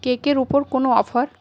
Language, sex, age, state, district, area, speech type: Bengali, female, 30-45, West Bengal, Paschim Bardhaman, urban, read